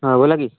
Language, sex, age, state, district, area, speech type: Marathi, male, 18-30, Maharashtra, Hingoli, urban, conversation